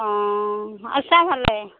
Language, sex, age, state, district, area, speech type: Assamese, female, 45-60, Assam, Darrang, rural, conversation